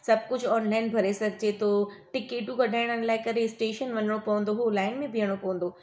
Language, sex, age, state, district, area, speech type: Sindhi, female, 30-45, Gujarat, Surat, urban, spontaneous